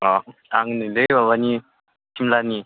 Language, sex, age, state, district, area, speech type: Bodo, male, 18-30, Assam, Baksa, rural, conversation